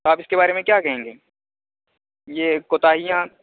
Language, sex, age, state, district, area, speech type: Urdu, male, 30-45, Uttar Pradesh, Muzaffarnagar, urban, conversation